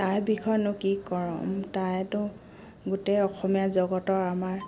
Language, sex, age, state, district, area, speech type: Assamese, female, 30-45, Assam, Dibrugarh, rural, spontaneous